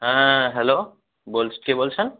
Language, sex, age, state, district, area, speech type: Bengali, male, 30-45, West Bengal, South 24 Parganas, rural, conversation